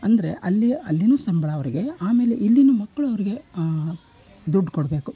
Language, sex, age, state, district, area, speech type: Kannada, female, 60+, Karnataka, Koppal, urban, spontaneous